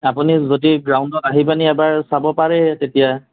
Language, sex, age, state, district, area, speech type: Assamese, male, 45-60, Assam, Morigaon, rural, conversation